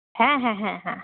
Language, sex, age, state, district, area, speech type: Bengali, female, 18-30, West Bengal, Malda, urban, conversation